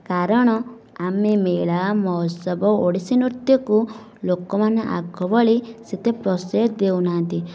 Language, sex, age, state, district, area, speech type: Odia, female, 30-45, Odisha, Nayagarh, rural, spontaneous